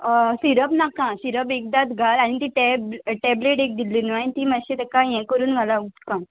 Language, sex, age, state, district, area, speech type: Goan Konkani, female, 18-30, Goa, Murmgao, rural, conversation